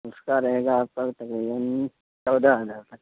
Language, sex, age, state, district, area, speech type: Urdu, male, 30-45, Uttar Pradesh, Lucknow, urban, conversation